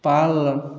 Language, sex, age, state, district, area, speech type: Maithili, male, 18-30, Bihar, Begusarai, rural, read